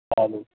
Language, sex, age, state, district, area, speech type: Urdu, male, 60+, Bihar, Supaul, rural, conversation